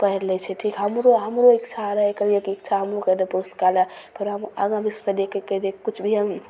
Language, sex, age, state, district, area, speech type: Maithili, female, 18-30, Bihar, Begusarai, rural, spontaneous